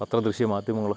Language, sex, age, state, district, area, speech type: Malayalam, male, 45-60, Kerala, Kottayam, urban, spontaneous